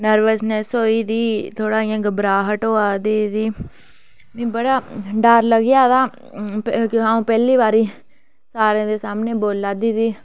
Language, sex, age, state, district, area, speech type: Dogri, female, 18-30, Jammu and Kashmir, Reasi, rural, spontaneous